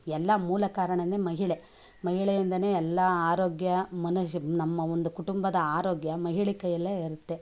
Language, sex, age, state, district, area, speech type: Kannada, female, 45-60, Karnataka, Mandya, urban, spontaneous